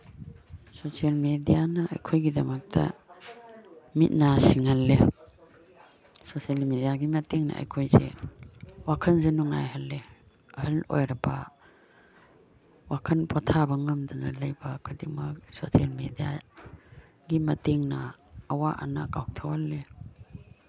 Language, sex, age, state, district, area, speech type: Manipuri, female, 60+, Manipur, Imphal East, rural, spontaneous